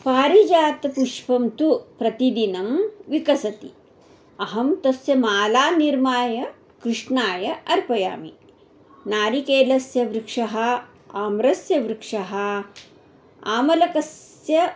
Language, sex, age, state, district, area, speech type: Sanskrit, female, 45-60, Karnataka, Belgaum, urban, spontaneous